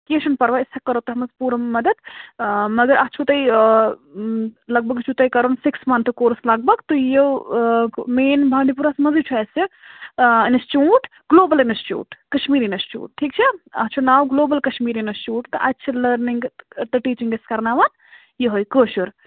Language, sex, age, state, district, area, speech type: Kashmiri, female, 30-45, Jammu and Kashmir, Bandipora, rural, conversation